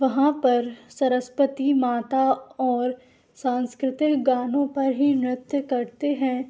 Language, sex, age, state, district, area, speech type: Hindi, female, 30-45, Rajasthan, Karauli, urban, spontaneous